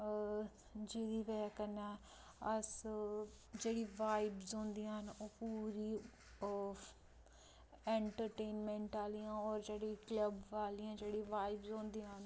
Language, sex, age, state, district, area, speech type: Dogri, female, 18-30, Jammu and Kashmir, Reasi, rural, spontaneous